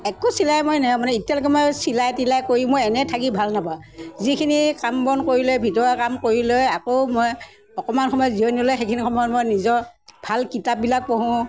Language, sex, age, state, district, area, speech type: Assamese, female, 60+, Assam, Morigaon, rural, spontaneous